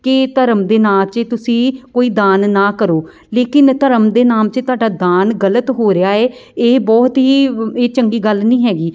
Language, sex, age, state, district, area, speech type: Punjabi, female, 30-45, Punjab, Amritsar, urban, spontaneous